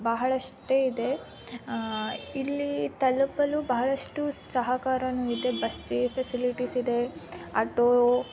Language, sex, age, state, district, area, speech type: Kannada, female, 18-30, Karnataka, Davanagere, urban, spontaneous